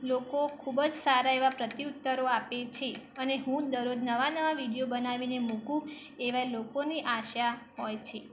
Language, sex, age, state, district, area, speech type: Gujarati, female, 18-30, Gujarat, Mehsana, rural, spontaneous